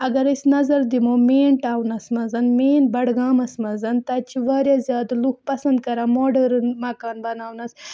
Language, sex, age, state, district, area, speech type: Kashmiri, female, 18-30, Jammu and Kashmir, Budgam, rural, spontaneous